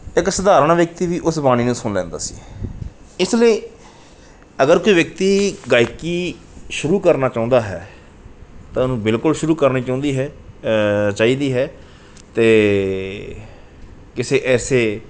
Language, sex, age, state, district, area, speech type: Punjabi, male, 45-60, Punjab, Bathinda, urban, spontaneous